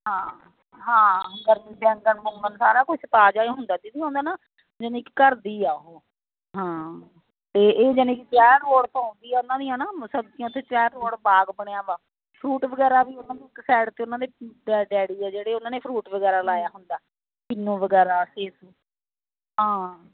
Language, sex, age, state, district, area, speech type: Punjabi, female, 45-60, Punjab, Faridkot, urban, conversation